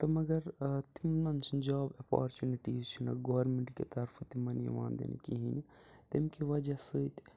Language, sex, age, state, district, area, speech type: Kashmiri, male, 18-30, Jammu and Kashmir, Budgam, rural, spontaneous